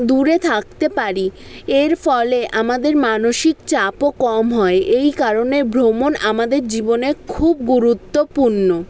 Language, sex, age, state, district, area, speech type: Bengali, female, 18-30, West Bengal, South 24 Parganas, urban, spontaneous